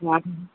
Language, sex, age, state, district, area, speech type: Sindhi, female, 45-60, Gujarat, Junagadh, rural, conversation